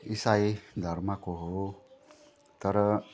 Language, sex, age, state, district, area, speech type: Nepali, male, 30-45, West Bengal, Jalpaiguri, rural, spontaneous